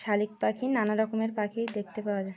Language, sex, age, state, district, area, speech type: Bengali, female, 30-45, West Bengal, Birbhum, urban, spontaneous